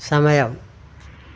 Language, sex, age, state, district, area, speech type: Malayalam, male, 60+, Kerala, Malappuram, rural, read